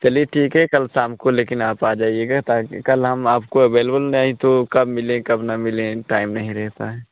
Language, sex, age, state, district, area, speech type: Hindi, male, 18-30, Uttar Pradesh, Pratapgarh, rural, conversation